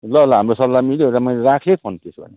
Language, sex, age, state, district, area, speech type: Nepali, male, 45-60, West Bengal, Darjeeling, rural, conversation